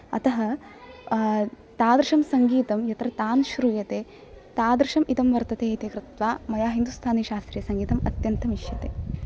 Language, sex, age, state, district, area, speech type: Sanskrit, female, 18-30, Maharashtra, Thane, urban, spontaneous